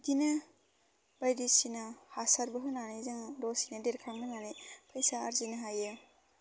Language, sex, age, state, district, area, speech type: Bodo, female, 18-30, Assam, Baksa, rural, spontaneous